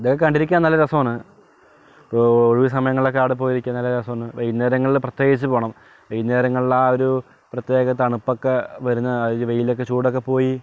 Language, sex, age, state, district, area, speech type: Malayalam, male, 18-30, Kerala, Palakkad, rural, spontaneous